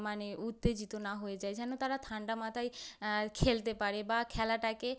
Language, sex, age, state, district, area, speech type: Bengali, female, 18-30, West Bengal, North 24 Parganas, urban, spontaneous